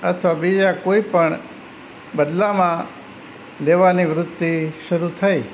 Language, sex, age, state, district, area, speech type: Gujarati, male, 60+, Gujarat, Rajkot, rural, spontaneous